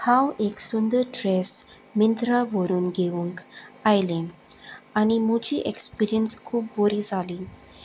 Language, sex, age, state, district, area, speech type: Goan Konkani, female, 30-45, Goa, Salcete, rural, spontaneous